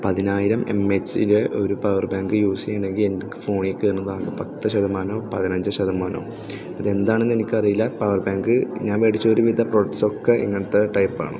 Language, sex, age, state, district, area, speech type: Malayalam, male, 18-30, Kerala, Thrissur, rural, spontaneous